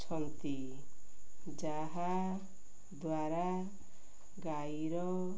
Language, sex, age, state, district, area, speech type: Odia, female, 45-60, Odisha, Ganjam, urban, spontaneous